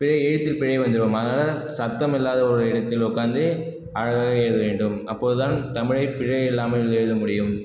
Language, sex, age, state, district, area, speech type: Tamil, male, 30-45, Tamil Nadu, Cuddalore, rural, spontaneous